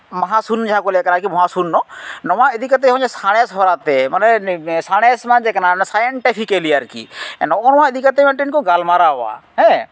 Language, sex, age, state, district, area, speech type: Santali, male, 30-45, West Bengal, Jhargram, rural, spontaneous